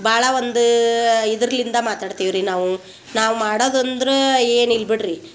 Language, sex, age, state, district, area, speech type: Kannada, female, 45-60, Karnataka, Gadag, rural, spontaneous